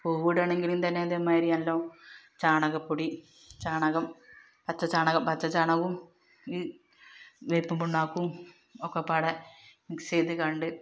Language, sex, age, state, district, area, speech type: Malayalam, female, 30-45, Kerala, Malappuram, rural, spontaneous